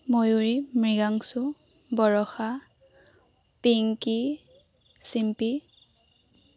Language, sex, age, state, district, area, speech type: Assamese, female, 18-30, Assam, Biswanath, rural, spontaneous